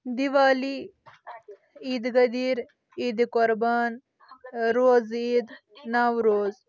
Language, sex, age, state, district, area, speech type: Kashmiri, male, 18-30, Jammu and Kashmir, Budgam, rural, spontaneous